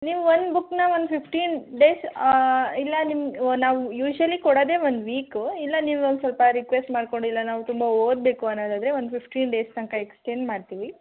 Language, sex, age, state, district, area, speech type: Kannada, female, 18-30, Karnataka, Hassan, rural, conversation